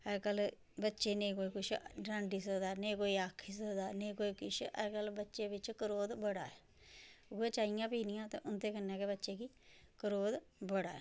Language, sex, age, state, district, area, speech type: Dogri, female, 30-45, Jammu and Kashmir, Samba, rural, spontaneous